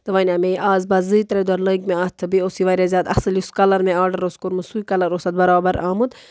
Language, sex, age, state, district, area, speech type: Kashmiri, female, 45-60, Jammu and Kashmir, Budgam, rural, spontaneous